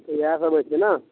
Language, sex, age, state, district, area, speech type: Maithili, male, 18-30, Bihar, Supaul, urban, conversation